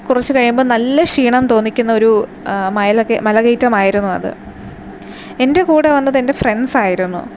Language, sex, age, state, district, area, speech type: Malayalam, female, 18-30, Kerala, Thiruvananthapuram, urban, spontaneous